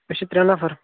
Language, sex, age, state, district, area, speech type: Kashmiri, male, 30-45, Jammu and Kashmir, Kulgam, rural, conversation